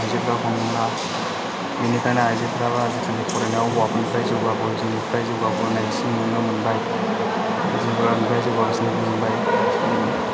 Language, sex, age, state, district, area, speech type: Bodo, male, 18-30, Assam, Chirang, rural, spontaneous